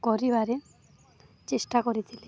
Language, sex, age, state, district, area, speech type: Odia, female, 18-30, Odisha, Balangir, urban, spontaneous